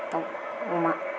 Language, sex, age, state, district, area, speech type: Bodo, female, 30-45, Assam, Kokrajhar, rural, spontaneous